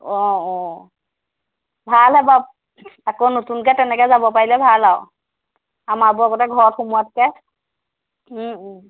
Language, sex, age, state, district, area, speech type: Assamese, female, 30-45, Assam, Jorhat, urban, conversation